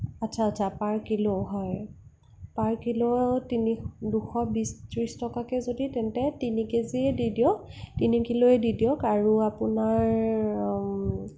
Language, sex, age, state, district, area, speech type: Assamese, female, 18-30, Assam, Sonitpur, rural, spontaneous